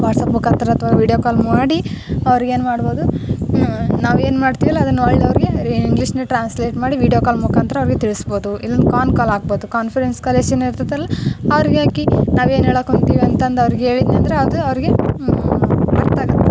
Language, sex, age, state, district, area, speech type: Kannada, female, 18-30, Karnataka, Koppal, rural, spontaneous